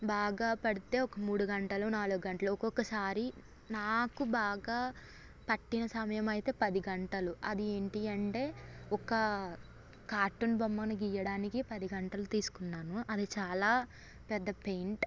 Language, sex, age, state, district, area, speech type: Telugu, female, 18-30, Andhra Pradesh, Eluru, rural, spontaneous